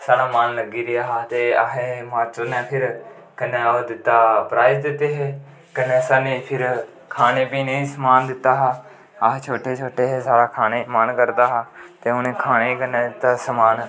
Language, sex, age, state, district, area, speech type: Dogri, male, 18-30, Jammu and Kashmir, Kathua, rural, spontaneous